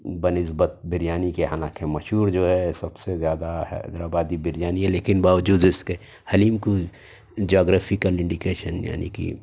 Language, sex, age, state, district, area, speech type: Urdu, male, 30-45, Telangana, Hyderabad, urban, spontaneous